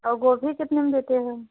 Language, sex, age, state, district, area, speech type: Hindi, female, 45-60, Uttar Pradesh, Prayagraj, rural, conversation